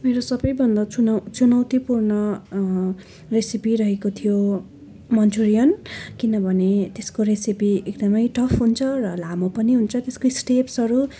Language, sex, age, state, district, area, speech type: Nepali, female, 18-30, West Bengal, Darjeeling, rural, spontaneous